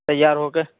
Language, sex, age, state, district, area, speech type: Urdu, male, 18-30, Uttar Pradesh, Saharanpur, urban, conversation